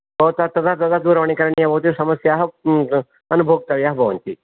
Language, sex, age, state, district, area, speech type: Sanskrit, male, 60+, Karnataka, Udupi, rural, conversation